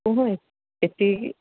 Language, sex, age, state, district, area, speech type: Odia, female, 45-60, Odisha, Sundergarh, rural, conversation